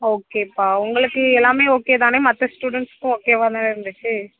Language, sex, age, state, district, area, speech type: Tamil, female, 30-45, Tamil Nadu, Mayiladuthurai, urban, conversation